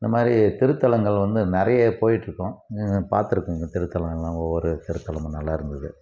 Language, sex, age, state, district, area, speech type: Tamil, male, 60+, Tamil Nadu, Krishnagiri, rural, spontaneous